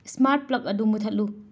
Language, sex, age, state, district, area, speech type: Manipuri, female, 45-60, Manipur, Imphal West, urban, read